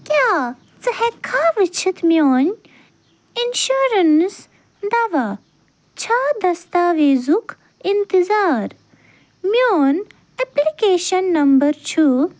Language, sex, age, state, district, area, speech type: Kashmiri, female, 30-45, Jammu and Kashmir, Ganderbal, rural, read